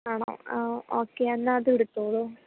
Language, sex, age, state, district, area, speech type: Malayalam, female, 18-30, Kerala, Idukki, rural, conversation